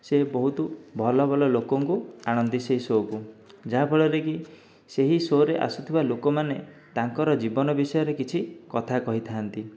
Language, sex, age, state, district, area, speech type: Odia, male, 30-45, Odisha, Dhenkanal, rural, spontaneous